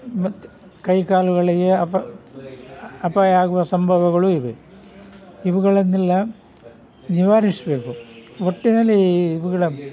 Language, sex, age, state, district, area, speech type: Kannada, male, 60+, Karnataka, Udupi, rural, spontaneous